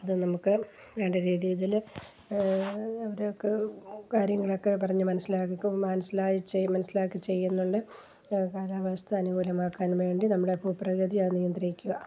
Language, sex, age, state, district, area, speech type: Malayalam, female, 60+, Kerala, Kollam, rural, spontaneous